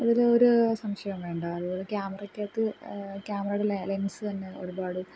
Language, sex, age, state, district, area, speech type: Malayalam, female, 18-30, Kerala, Kollam, rural, spontaneous